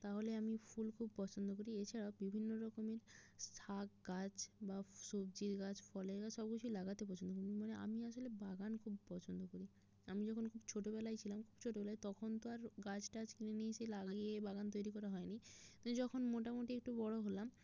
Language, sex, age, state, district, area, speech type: Bengali, female, 18-30, West Bengal, Jalpaiguri, rural, spontaneous